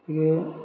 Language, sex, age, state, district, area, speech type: Assamese, male, 30-45, Assam, Majuli, urban, spontaneous